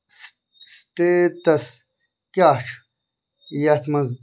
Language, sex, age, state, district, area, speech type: Kashmiri, other, 45-60, Jammu and Kashmir, Bandipora, rural, read